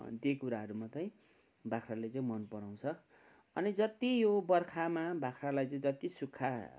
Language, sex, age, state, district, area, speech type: Nepali, male, 45-60, West Bengal, Kalimpong, rural, spontaneous